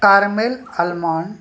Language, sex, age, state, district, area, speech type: Marathi, male, 45-60, Maharashtra, Nanded, urban, spontaneous